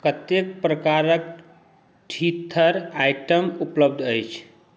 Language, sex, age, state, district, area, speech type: Maithili, male, 30-45, Bihar, Saharsa, urban, read